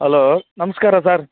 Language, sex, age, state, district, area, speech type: Kannada, male, 45-60, Karnataka, Bellary, rural, conversation